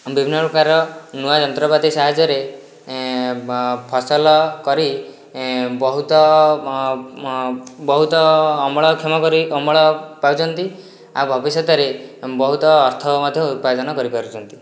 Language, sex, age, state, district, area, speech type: Odia, male, 18-30, Odisha, Dhenkanal, rural, spontaneous